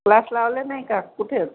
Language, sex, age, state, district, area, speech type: Marathi, female, 30-45, Maharashtra, Yavatmal, rural, conversation